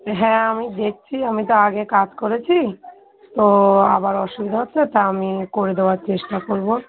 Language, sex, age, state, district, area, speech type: Bengali, female, 30-45, West Bengal, Darjeeling, urban, conversation